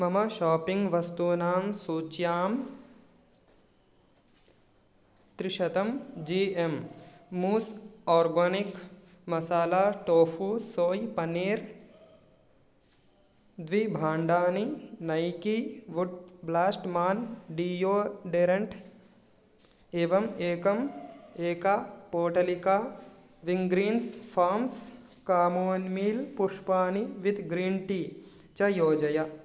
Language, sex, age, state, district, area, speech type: Sanskrit, male, 18-30, Telangana, Medak, urban, read